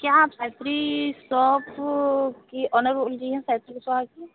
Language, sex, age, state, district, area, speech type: Hindi, female, 30-45, Uttar Pradesh, Sonbhadra, rural, conversation